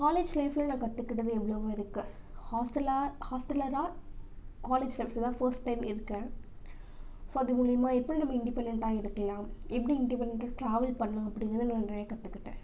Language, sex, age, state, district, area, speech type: Tamil, female, 18-30, Tamil Nadu, Namakkal, rural, spontaneous